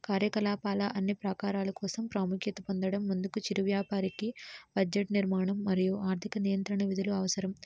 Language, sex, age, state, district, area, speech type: Telugu, female, 18-30, Andhra Pradesh, N T Rama Rao, urban, spontaneous